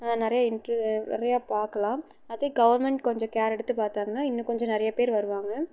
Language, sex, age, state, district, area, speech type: Tamil, female, 18-30, Tamil Nadu, Erode, rural, spontaneous